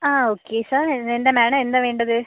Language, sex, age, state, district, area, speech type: Malayalam, female, 18-30, Kerala, Kozhikode, rural, conversation